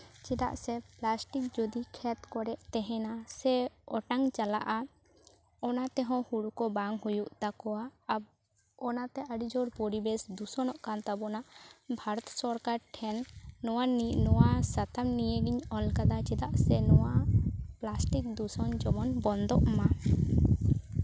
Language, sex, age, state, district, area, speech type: Santali, female, 18-30, West Bengal, Bankura, rural, spontaneous